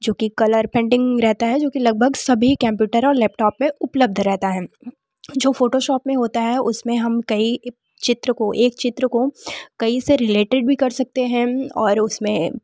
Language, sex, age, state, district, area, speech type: Hindi, female, 18-30, Uttar Pradesh, Jaunpur, urban, spontaneous